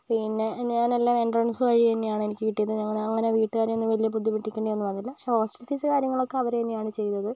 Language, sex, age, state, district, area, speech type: Malayalam, female, 18-30, Kerala, Kozhikode, rural, spontaneous